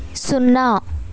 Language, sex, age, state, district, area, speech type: Telugu, female, 18-30, Andhra Pradesh, Vizianagaram, rural, read